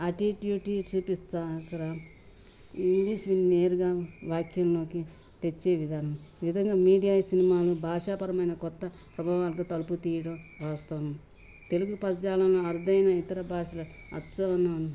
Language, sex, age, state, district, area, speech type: Telugu, female, 60+, Telangana, Ranga Reddy, rural, spontaneous